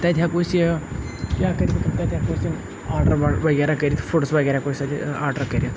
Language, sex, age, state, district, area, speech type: Kashmiri, male, 30-45, Jammu and Kashmir, Kupwara, urban, spontaneous